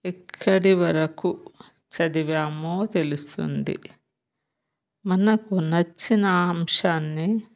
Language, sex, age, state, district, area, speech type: Telugu, female, 30-45, Telangana, Bhadradri Kothagudem, urban, spontaneous